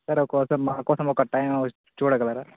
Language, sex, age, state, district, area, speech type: Telugu, male, 18-30, Telangana, Bhadradri Kothagudem, urban, conversation